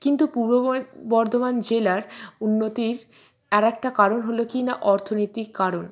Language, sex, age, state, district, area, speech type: Bengali, female, 45-60, West Bengal, Purba Bardhaman, urban, spontaneous